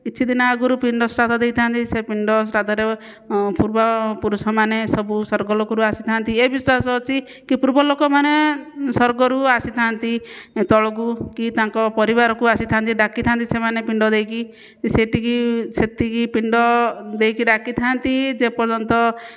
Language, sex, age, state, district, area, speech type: Odia, female, 30-45, Odisha, Jajpur, rural, spontaneous